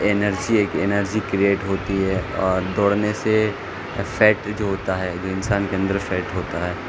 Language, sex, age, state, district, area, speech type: Urdu, male, 30-45, Bihar, Supaul, rural, spontaneous